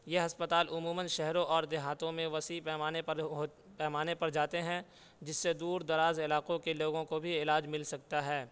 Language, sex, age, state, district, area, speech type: Urdu, male, 18-30, Uttar Pradesh, Saharanpur, urban, spontaneous